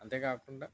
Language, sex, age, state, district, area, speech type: Telugu, male, 60+, Andhra Pradesh, East Godavari, urban, spontaneous